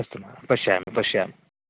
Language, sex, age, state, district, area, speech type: Sanskrit, male, 30-45, Karnataka, Chikkamagaluru, rural, conversation